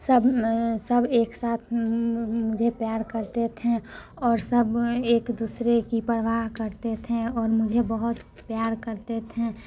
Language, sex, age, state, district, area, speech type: Hindi, female, 18-30, Bihar, Muzaffarpur, rural, spontaneous